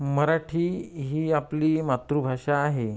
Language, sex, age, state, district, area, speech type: Marathi, male, 30-45, Maharashtra, Amravati, rural, spontaneous